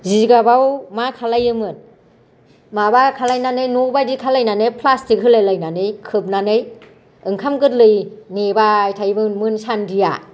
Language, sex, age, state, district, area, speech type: Bodo, female, 60+, Assam, Kokrajhar, rural, spontaneous